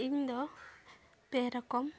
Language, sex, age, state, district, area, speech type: Santali, female, 18-30, West Bengal, Dakshin Dinajpur, rural, spontaneous